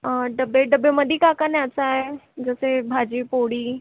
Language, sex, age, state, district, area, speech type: Marathi, female, 18-30, Maharashtra, Nagpur, urban, conversation